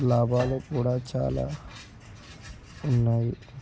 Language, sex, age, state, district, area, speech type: Telugu, male, 18-30, Telangana, Nalgonda, urban, spontaneous